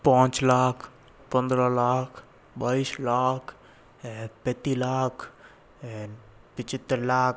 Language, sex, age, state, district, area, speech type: Hindi, male, 60+, Rajasthan, Jodhpur, urban, spontaneous